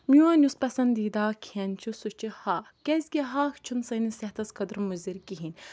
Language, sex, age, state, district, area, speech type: Kashmiri, female, 30-45, Jammu and Kashmir, Ganderbal, rural, spontaneous